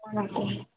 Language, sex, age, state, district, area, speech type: Tamil, female, 18-30, Tamil Nadu, Chennai, urban, conversation